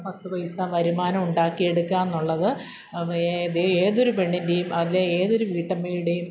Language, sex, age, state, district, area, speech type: Malayalam, female, 45-60, Kerala, Kottayam, urban, spontaneous